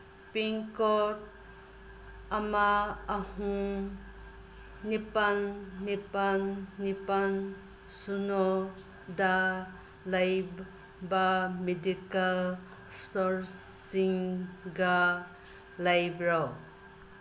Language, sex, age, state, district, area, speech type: Manipuri, female, 45-60, Manipur, Senapati, rural, read